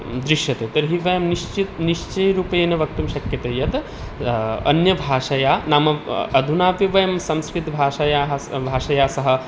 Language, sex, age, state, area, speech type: Sanskrit, male, 18-30, Tripura, rural, spontaneous